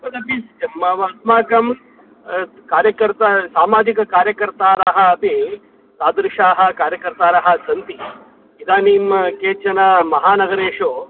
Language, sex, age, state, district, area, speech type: Sanskrit, male, 30-45, Karnataka, Shimoga, rural, conversation